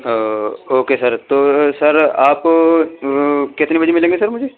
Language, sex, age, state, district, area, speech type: Urdu, male, 18-30, Delhi, East Delhi, urban, conversation